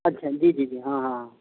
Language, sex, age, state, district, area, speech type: Urdu, male, 45-60, Telangana, Hyderabad, urban, conversation